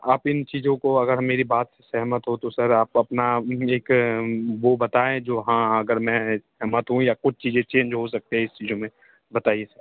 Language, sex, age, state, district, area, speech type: Hindi, male, 30-45, Bihar, Darbhanga, rural, conversation